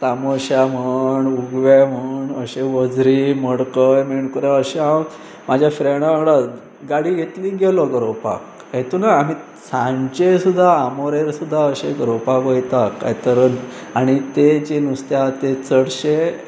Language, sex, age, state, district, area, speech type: Goan Konkani, male, 45-60, Goa, Pernem, rural, spontaneous